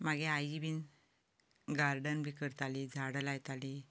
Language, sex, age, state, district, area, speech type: Goan Konkani, female, 45-60, Goa, Canacona, rural, spontaneous